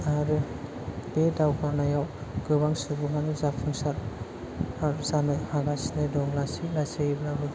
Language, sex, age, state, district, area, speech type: Bodo, male, 18-30, Assam, Chirang, urban, spontaneous